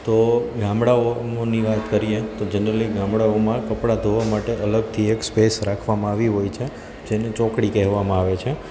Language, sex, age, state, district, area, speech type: Gujarati, male, 30-45, Gujarat, Junagadh, urban, spontaneous